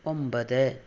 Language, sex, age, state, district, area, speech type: Malayalam, female, 60+, Kerala, Palakkad, rural, read